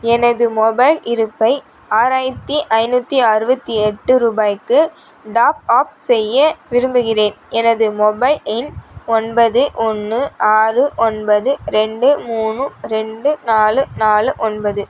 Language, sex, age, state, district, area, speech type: Tamil, female, 18-30, Tamil Nadu, Vellore, urban, read